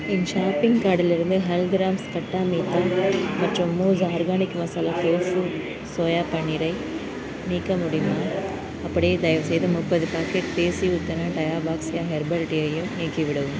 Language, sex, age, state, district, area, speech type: Tamil, female, 18-30, Tamil Nadu, Nagapattinam, rural, read